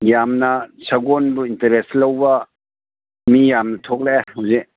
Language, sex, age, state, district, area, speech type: Manipuri, male, 60+, Manipur, Imphal East, rural, conversation